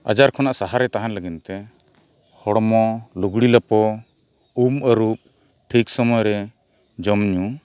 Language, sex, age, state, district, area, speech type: Santali, male, 45-60, Odisha, Mayurbhanj, rural, spontaneous